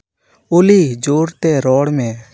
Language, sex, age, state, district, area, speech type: Santali, male, 18-30, West Bengal, Uttar Dinajpur, rural, read